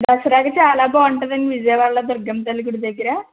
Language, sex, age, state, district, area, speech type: Telugu, female, 60+, Andhra Pradesh, East Godavari, rural, conversation